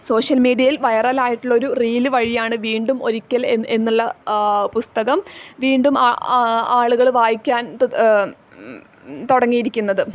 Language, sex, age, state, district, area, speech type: Malayalam, female, 18-30, Kerala, Malappuram, rural, spontaneous